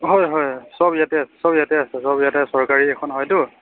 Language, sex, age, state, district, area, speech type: Assamese, male, 18-30, Assam, Nagaon, rural, conversation